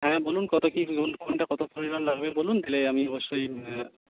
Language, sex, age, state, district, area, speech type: Bengali, male, 45-60, West Bengal, Jhargram, rural, conversation